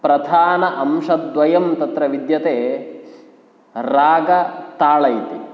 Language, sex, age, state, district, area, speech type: Sanskrit, male, 18-30, Kerala, Kasaragod, rural, spontaneous